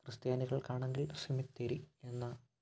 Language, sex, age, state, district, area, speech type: Malayalam, male, 18-30, Kerala, Kottayam, rural, spontaneous